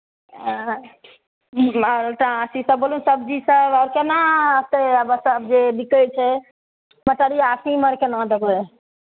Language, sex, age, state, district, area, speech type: Maithili, female, 60+, Bihar, Madhepura, urban, conversation